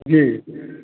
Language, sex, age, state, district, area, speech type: Maithili, male, 60+, Bihar, Saharsa, urban, conversation